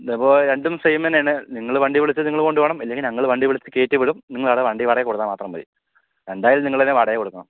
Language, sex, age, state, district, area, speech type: Malayalam, male, 18-30, Kerala, Palakkad, rural, conversation